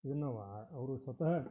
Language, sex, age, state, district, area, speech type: Kannada, male, 60+, Karnataka, Koppal, rural, spontaneous